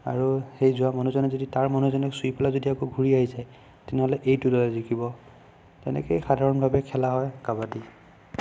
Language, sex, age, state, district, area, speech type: Assamese, male, 30-45, Assam, Sonitpur, rural, spontaneous